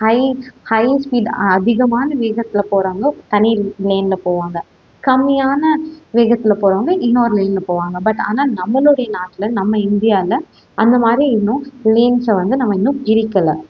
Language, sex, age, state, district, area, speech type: Tamil, female, 18-30, Tamil Nadu, Salem, urban, spontaneous